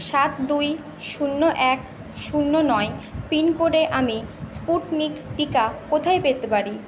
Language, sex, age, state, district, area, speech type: Bengali, female, 18-30, West Bengal, Paschim Medinipur, rural, read